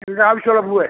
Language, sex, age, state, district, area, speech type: Malayalam, male, 60+, Kerala, Kottayam, rural, conversation